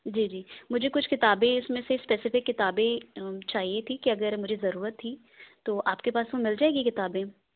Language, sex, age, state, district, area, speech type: Urdu, female, 30-45, Delhi, South Delhi, urban, conversation